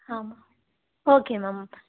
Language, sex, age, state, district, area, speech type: Tamil, female, 18-30, Tamil Nadu, Tirunelveli, urban, conversation